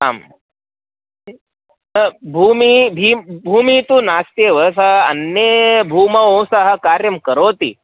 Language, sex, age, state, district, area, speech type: Sanskrit, male, 30-45, Karnataka, Vijayapura, urban, conversation